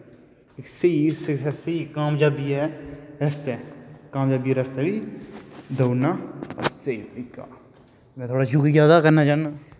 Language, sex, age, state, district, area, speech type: Dogri, male, 18-30, Jammu and Kashmir, Udhampur, rural, spontaneous